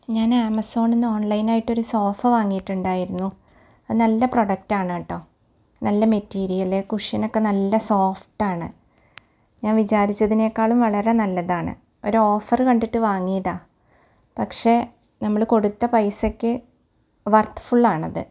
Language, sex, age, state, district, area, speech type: Malayalam, female, 45-60, Kerala, Ernakulam, rural, spontaneous